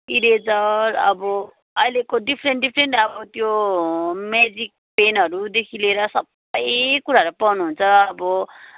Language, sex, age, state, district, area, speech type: Nepali, female, 30-45, West Bengal, Kalimpong, rural, conversation